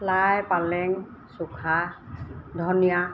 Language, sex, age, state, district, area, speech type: Assamese, female, 60+, Assam, Golaghat, urban, spontaneous